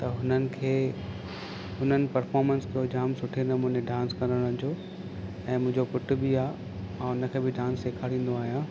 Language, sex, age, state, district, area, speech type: Sindhi, male, 30-45, Maharashtra, Thane, urban, spontaneous